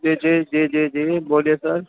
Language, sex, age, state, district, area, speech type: Urdu, male, 30-45, Uttar Pradesh, Muzaffarnagar, urban, conversation